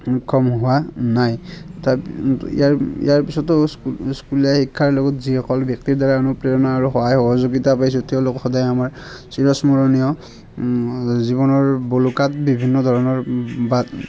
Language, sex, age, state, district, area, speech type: Assamese, male, 30-45, Assam, Barpeta, rural, spontaneous